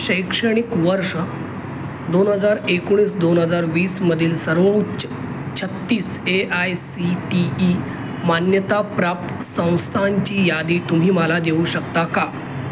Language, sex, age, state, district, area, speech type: Marathi, male, 30-45, Maharashtra, Mumbai Suburban, urban, read